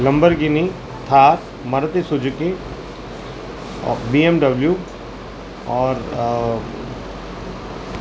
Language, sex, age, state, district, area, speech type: Urdu, male, 45-60, Uttar Pradesh, Gautam Buddha Nagar, urban, spontaneous